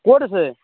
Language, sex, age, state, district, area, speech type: Assamese, male, 30-45, Assam, Darrang, rural, conversation